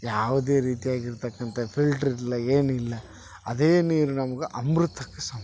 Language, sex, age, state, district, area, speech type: Kannada, male, 30-45, Karnataka, Koppal, rural, spontaneous